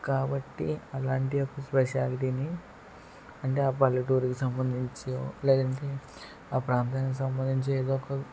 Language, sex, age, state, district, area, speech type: Telugu, male, 18-30, Andhra Pradesh, Eluru, rural, spontaneous